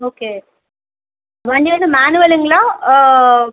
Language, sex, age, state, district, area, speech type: Tamil, female, 30-45, Tamil Nadu, Cuddalore, urban, conversation